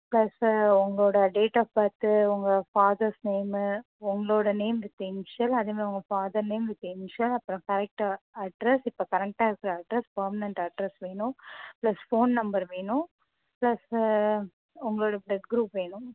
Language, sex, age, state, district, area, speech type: Tamil, female, 18-30, Tamil Nadu, Cuddalore, urban, conversation